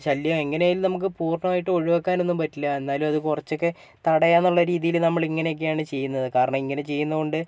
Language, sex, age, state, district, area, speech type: Malayalam, male, 30-45, Kerala, Wayanad, rural, spontaneous